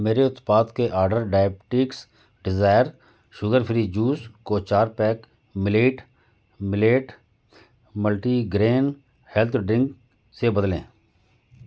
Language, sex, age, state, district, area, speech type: Hindi, male, 45-60, Madhya Pradesh, Jabalpur, urban, read